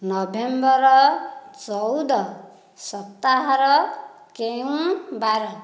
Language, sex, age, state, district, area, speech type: Odia, female, 30-45, Odisha, Dhenkanal, rural, read